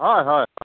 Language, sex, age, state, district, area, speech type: Assamese, male, 45-60, Assam, Biswanath, rural, conversation